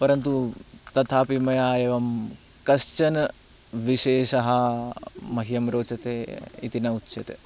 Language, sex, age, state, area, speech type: Sanskrit, male, 18-30, Haryana, rural, spontaneous